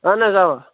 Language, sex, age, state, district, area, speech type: Kashmiri, male, 18-30, Jammu and Kashmir, Anantnag, rural, conversation